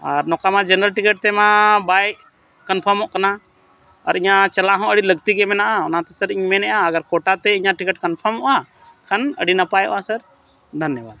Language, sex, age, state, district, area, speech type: Santali, male, 45-60, Jharkhand, Bokaro, rural, spontaneous